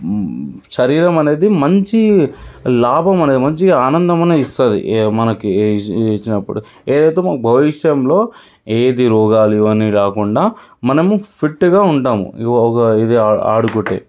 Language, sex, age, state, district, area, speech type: Telugu, male, 30-45, Telangana, Sangareddy, urban, spontaneous